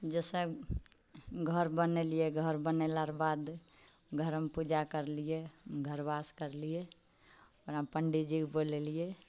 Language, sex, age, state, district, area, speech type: Maithili, female, 45-60, Bihar, Purnia, urban, spontaneous